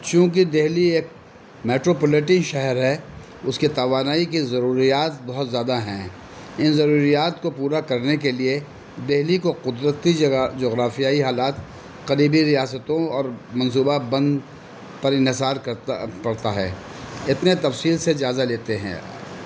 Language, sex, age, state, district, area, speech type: Urdu, male, 60+, Delhi, North East Delhi, urban, spontaneous